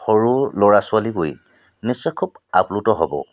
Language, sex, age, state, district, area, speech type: Assamese, male, 45-60, Assam, Tinsukia, urban, spontaneous